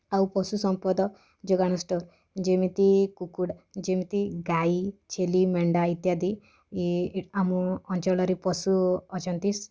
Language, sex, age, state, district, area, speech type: Odia, female, 18-30, Odisha, Kalahandi, rural, spontaneous